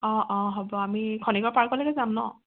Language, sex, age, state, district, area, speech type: Assamese, female, 18-30, Assam, Dibrugarh, rural, conversation